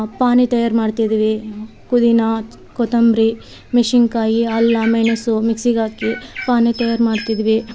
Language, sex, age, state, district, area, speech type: Kannada, female, 30-45, Karnataka, Vijayanagara, rural, spontaneous